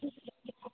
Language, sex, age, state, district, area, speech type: Kashmiri, female, 30-45, Jammu and Kashmir, Srinagar, urban, conversation